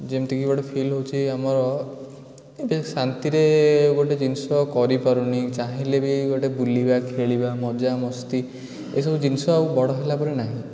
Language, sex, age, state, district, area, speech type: Odia, male, 18-30, Odisha, Dhenkanal, urban, spontaneous